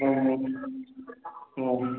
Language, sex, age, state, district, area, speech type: Odia, male, 18-30, Odisha, Khordha, rural, conversation